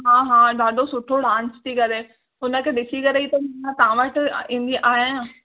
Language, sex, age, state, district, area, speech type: Sindhi, female, 18-30, Rajasthan, Ajmer, rural, conversation